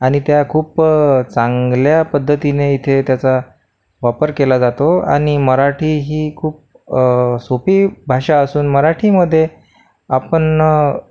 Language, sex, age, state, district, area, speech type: Marathi, male, 45-60, Maharashtra, Akola, urban, spontaneous